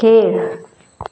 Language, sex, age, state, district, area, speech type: Goan Konkani, female, 30-45, Goa, Canacona, rural, read